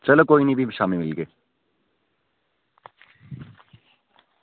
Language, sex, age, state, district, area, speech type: Dogri, female, 30-45, Jammu and Kashmir, Udhampur, rural, conversation